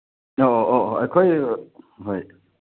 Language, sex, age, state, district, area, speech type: Manipuri, male, 60+, Manipur, Churachandpur, urban, conversation